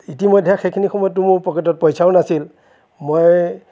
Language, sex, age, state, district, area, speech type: Assamese, male, 60+, Assam, Nagaon, rural, spontaneous